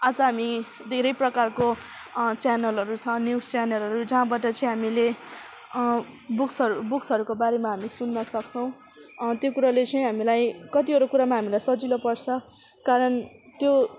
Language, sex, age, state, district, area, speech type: Nepali, female, 18-30, West Bengal, Alipurduar, rural, spontaneous